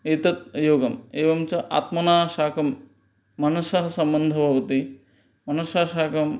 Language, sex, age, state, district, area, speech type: Sanskrit, male, 30-45, West Bengal, Purba Medinipur, rural, spontaneous